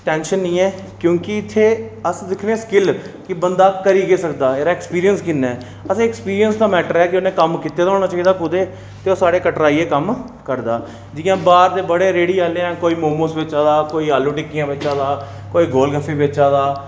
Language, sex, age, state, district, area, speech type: Dogri, male, 30-45, Jammu and Kashmir, Reasi, urban, spontaneous